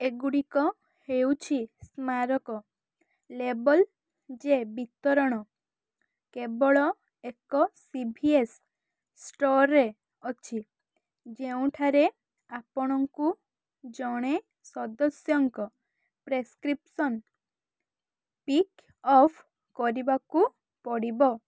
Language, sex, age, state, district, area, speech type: Odia, female, 18-30, Odisha, Balasore, rural, read